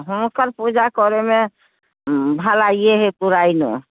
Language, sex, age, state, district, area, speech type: Maithili, female, 60+, Bihar, Muzaffarpur, rural, conversation